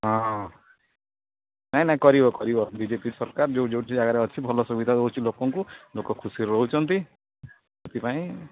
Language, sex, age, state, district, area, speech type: Odia, male, 45-60, Odisha, Sundergarh, urban, conversation